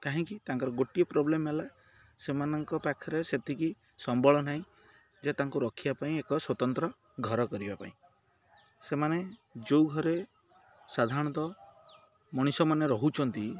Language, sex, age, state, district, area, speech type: Odia, male, 30-45, Odisha, Jagatsinghpur, urban, spontaneous